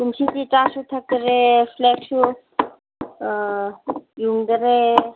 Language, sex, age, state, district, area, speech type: Manipuri, female, 30-45, Manipur, Kangpokpi, urban, conversation